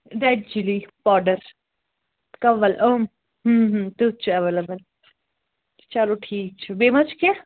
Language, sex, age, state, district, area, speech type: Kashmiri, female, 18-30, Jammu and Kashmir, Srinagar, urban, conversation